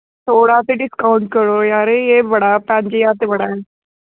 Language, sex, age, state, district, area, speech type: Dogri, female, 18-30, Jammu and Kashmir, Samba, rural, conversation